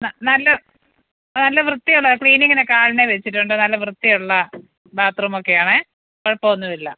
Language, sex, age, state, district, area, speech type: Malayalam, female, 45-60, Kerala, Kottayam, urban, conversation